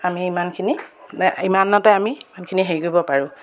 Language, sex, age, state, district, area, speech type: Assamese, female, 30-45, Assam, Sivasagar, rural, spontaneous